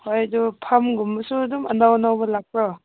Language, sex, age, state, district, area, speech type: Manipuri, female, 18-30, Manipur, Senapati, urban, conversation